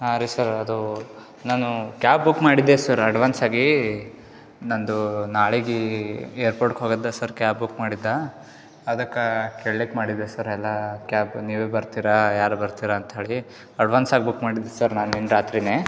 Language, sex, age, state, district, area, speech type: Kannada, male, 18-30, Karnataka, Gulbarga, urban, spontaneous